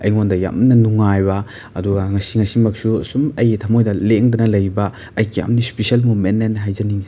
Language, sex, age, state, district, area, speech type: Manipuri, male, 45-60, Manipur, Imphal East, urban, spontaneous